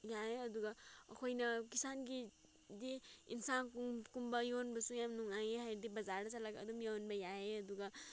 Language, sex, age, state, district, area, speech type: Manipuri, female, 18-30, Manipur, Senapati, rural, spontaneous